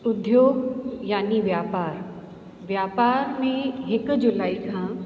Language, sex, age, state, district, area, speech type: Sindhi, female, 45-60, Rajasthan, Ajmer, urban, spontaneous